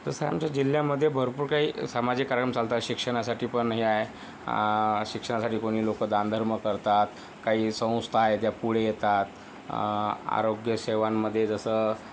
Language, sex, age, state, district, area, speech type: Marathi, male, 18-30, Maharashtra, Yavatmal, rural, spontaneous